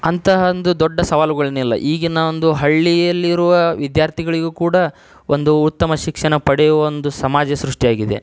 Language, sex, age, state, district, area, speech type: Kannada, male, 18-30, Karnataka, Tumkur, rural, spontaneous